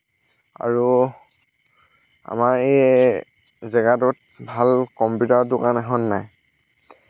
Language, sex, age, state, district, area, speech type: Assamese, male, 18-30, Assam, Lakhimpur, rural, spontaneous